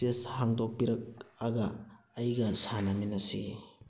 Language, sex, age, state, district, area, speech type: Manipuri, male, 30-45, Manipur, Thoubal, rural, read